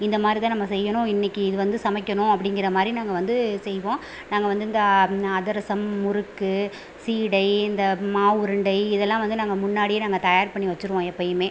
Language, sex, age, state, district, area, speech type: Tamil, female, 30-45, Tamil Nadu, Pudukkottai, rural, spontaneous